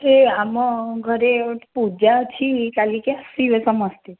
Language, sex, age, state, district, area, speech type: Odia, female, 30-45, Odisha, Cuttack, urban, conversation